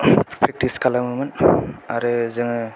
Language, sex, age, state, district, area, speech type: Bodo, male, 18-30, Assam, Kokrajhar, urban, spontaneous